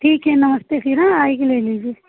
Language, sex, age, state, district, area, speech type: Hindi, female, 30-45, Uttar Pradesh, Prayagraj, urban, conversation